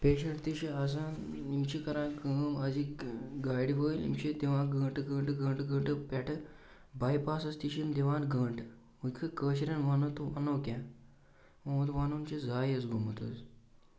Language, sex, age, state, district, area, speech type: Kashmiri, male, 18-30, Jammu and Kashmir, Bandipora, rural, spontaneous